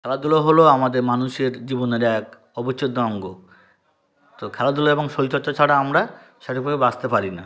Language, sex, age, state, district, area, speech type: Bengali, male, 30-45, West Bengal, South 24 Parganas, rural, spontaneous